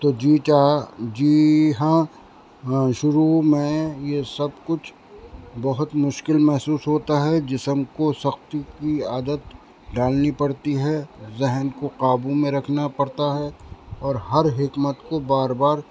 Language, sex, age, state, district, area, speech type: Urdu, male, 60+, Uttar Pradesh, Rampur, urban, spontaneous